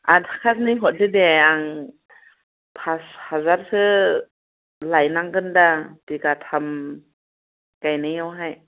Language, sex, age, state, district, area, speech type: Bodo, female, 45-60, Assam, Chirang, rural, conversation